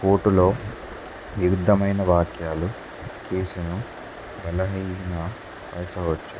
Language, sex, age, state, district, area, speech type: Telugu, male, 18-30, Telangana, Kamareddy, urban, spontaneous